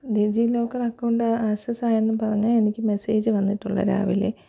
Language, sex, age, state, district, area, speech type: Malayalam, female, 30-45, Kerala, Thiruvananthapuram, rural, spontaneous